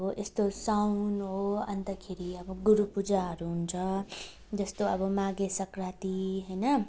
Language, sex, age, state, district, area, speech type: Nepali, female, 18-30, West Bengal, Darjeeling, rural, spontaneous